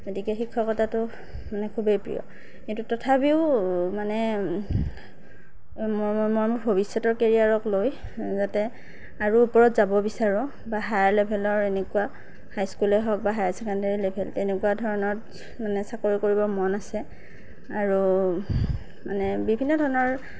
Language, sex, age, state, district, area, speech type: Assamese, female, 18-30, Assam, Darrang, rural, spontaneous